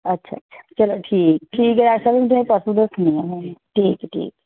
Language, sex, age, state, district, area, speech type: Dogri, female, 60+, Jammu and Kashmir, Reasi, rural, conversation